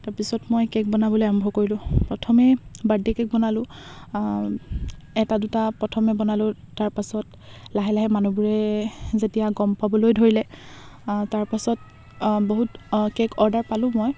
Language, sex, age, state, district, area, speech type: Assamese, female, 18-30, Assam, Charaideo, rural, spontaneous